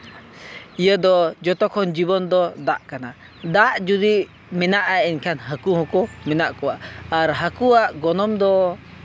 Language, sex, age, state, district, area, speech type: Santali, male, 45-60, Jharkhand, Seraikela Kharsawan, rural, spontaneous